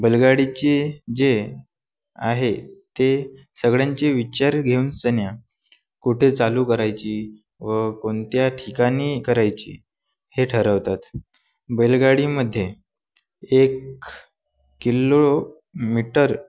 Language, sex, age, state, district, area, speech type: Marathi, male, 18-30, Maharashtra, Wardha, urban, spontaneous